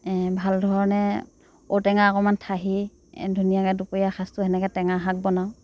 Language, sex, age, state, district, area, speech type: Assamese, female, 60+, Assam, Dhemaji, rural, spontaneous